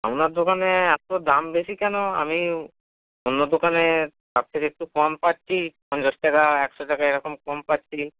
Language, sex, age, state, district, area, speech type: Bengali, male, 18-30, West Bengal, Howrah, urban, conversation